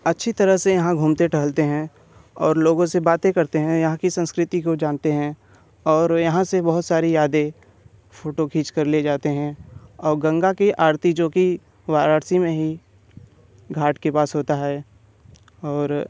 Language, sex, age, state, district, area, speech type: Hindi, male, 18-30, Uttar Pradesh, Bhadohi, urban, spontaneous